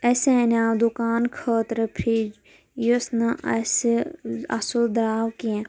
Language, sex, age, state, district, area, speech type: Kashmiri, female, 18-30, Jammu and Kashmir, Kulgam, rural, spontaneous